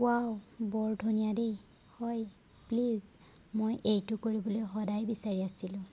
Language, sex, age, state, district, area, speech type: Assamese, female, 18-30, Assam, Jorhat, urban, read